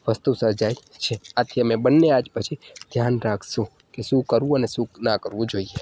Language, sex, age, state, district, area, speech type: Gujarati, male, 18-30, Gujarat, Narmada, rural, spontaneous